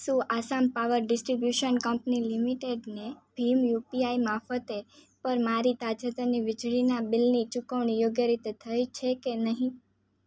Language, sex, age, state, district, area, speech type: Gujarati, female, 18-30, Gujarat, Surat, rural, read